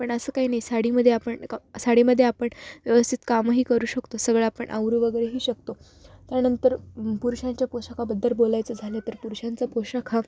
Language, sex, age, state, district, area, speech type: Marathi, female, 18-30, Maharashtra, Ahmednagar, rural, spontaneous